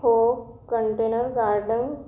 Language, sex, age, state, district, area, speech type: Marathi, female, 45-60, Maharashtra, Nanded, urban, spontaneous